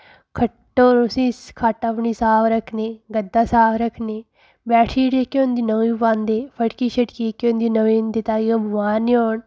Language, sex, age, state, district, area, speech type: Dogri, female, 30-45, Jammu and Kashmir, Udhampur, urban, spontaneous